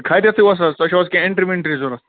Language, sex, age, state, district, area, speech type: Kashmiri, male, 45-60, Jammu and Kashmir, Bandipora, rural, conversation